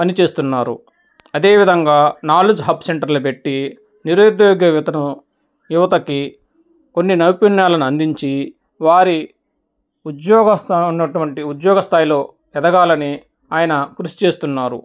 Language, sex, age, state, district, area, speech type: Telugu, male, 30-45, Andhra Pradesh, Nellore, urban, spontaneous